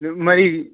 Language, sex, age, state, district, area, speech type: Dogri, male, 18-30, Jammu and Kashmir, Udhampur, rural, conversation